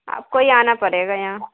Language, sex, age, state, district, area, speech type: Urdu, female, 18-30, Bihar, Khagaria, rural, conversation